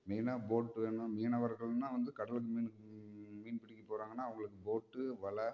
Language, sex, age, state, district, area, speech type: Tamil, male, 30-45, Tamil Nadu, Namakkal, rural, spontaneous